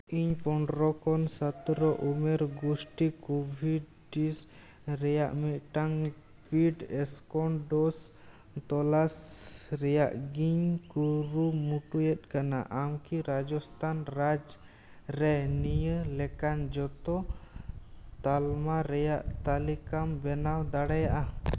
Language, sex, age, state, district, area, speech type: Santali, male, 18-30, West Bengal, Jhargram, rural, read